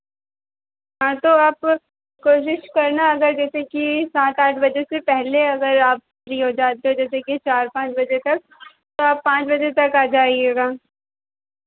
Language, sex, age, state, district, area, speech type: Hindi, female, 18-30, Madhya Pradesh, Harda, urban, conversation